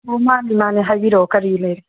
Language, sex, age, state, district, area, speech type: Manipuri, female, 60+, Manipur, Imphal East, rural, conversation